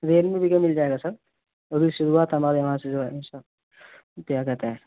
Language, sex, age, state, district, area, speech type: Urdu, male, 18-30, Uttar Pradesh, Saharanpur, urban, conversation